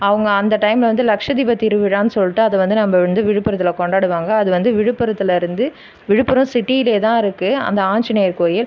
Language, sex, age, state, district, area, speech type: Tamil, female, 30-45, Tamil Nadu, Viluppuram, urban, spontaneous